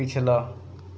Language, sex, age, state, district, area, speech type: Punjabi, male, 30-45, Punjab, Mohali, urban, read